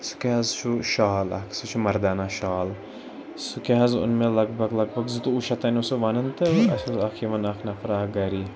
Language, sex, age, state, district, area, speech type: Kashmiri, male, 30-45, Jammu and Kashmir, Srinagar, urban, spontaneous